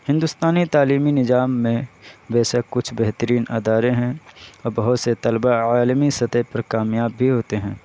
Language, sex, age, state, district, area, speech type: Urdu, male, 18-30, Uttar Pradesh, Balrampur, rural, spontaneous